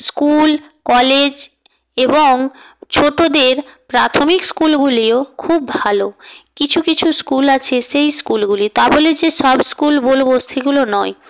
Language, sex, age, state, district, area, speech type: Bengali, female, 18-30, West Bengal, Purba Medinipur, rural, spontaneous